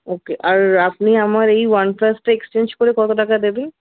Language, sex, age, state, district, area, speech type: Bengali, female, 18-30, West Bengal, Paschim Bardhaman, rural, conversation